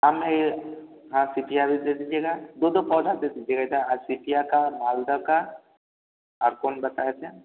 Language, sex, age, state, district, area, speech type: Hindi, male, 30-45, Bihar, Vaishali, rural, conversation